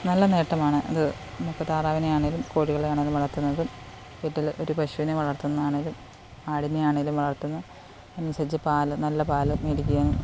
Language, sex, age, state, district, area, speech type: Malayalam, female, 30-45, Kerala, Alappuzha, rural, spontaneous